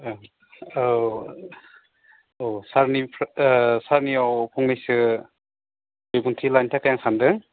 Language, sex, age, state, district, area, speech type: Bodo, male, 30-45, Assam, Udalguri, urban, conversation